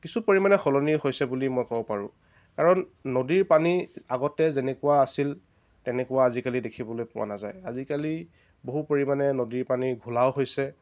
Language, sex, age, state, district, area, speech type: Assamese, male, 18-30, Assam, Lakhimpur, rural, spontaneous